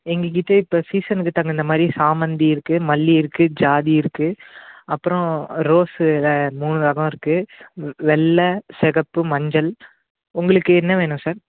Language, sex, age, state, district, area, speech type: Tamil, male, 18-30, Tamil Nadu, Chennai, urban, conversation